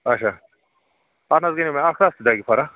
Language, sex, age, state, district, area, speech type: Kashmiri, male, 18-30, Jammu and Kashmir, Baramulla, rural, conversation